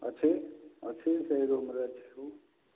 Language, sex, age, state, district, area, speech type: Odia, male, 60+, Odisha, Dhenkanal, rural, conversation